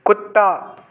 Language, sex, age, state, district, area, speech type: Hindi, male, 18-30, Madhya Pradesh, Gwalior, urban, read